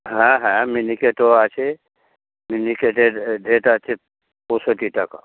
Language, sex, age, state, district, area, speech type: Bengali, male, 60+, West Bengal, Hooghly, rural, conversation